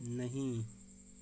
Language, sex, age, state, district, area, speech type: Hindi, male, 30-45, Uttar Pradesh, Azamgarh, rural, read